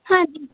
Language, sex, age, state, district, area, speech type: Punjabi, female, 18-30, Punjab, Mansa, rural, conversation